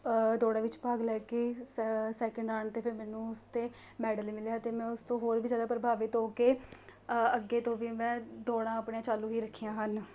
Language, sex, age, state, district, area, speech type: Punjabi, female, 18-30, Punjab, Mohali, rural, spontaneous